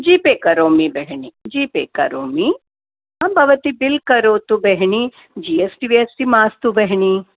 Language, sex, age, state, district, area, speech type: Sanskrit, female, 45-60, Tamil Nadu, Thanjavur, urban, conversation